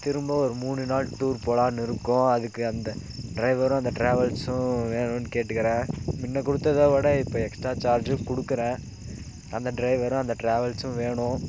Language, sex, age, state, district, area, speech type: Tamil, male, 18-30, Tamil Nadu, Dharmapuri, urban, spontaneous